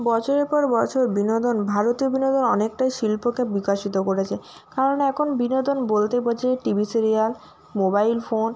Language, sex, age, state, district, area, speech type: Bengali, female, 30-45, West Bengal, Nadia, urban, spontaneous